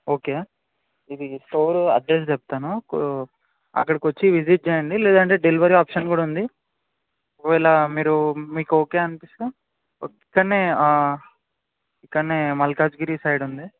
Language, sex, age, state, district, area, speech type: Telugu, male, 18-30, Telangana, Vikarabad, urban, conversation